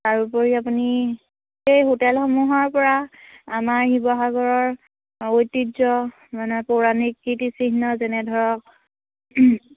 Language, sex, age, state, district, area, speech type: Assamese, female, 18-30, Assam, Sivasagar, rural, conversation